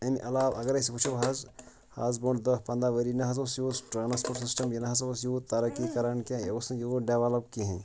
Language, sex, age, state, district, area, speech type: Kashmiri, male, 30-45, Jammu and Kashmir, Shopian, rural, spontaneous